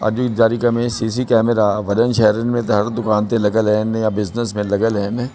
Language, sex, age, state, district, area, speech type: Sindhi, male, 60+, Delhi, South Delhi, urban, spontaneous